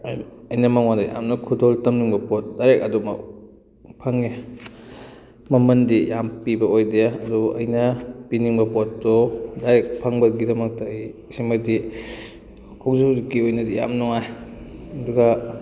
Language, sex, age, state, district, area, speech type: Manipuri, male, 18-30, Manipur, Kakching, rural, spontaneous